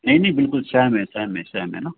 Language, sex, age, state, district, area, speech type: Hindi, male, 60+, Rajasthan, Jodhpur, urban, conversation